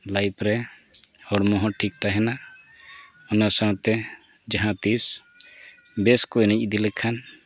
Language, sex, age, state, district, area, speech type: Santali, male, 45-60, Odisha, Mayurbhanj, rural, spontaneous